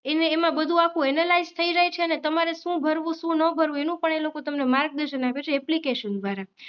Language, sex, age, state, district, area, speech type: Gujarati, female, 30-45, Gujarat, Rajkot, urban, spontaneous